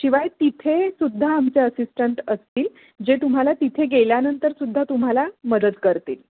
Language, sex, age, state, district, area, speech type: Marathi, female, 30-45, Maharashtra, Pune, urban, conversation